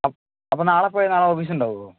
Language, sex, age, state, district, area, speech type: Malayalam, male, 18-30, Kerala, Wayanad, rural, conversation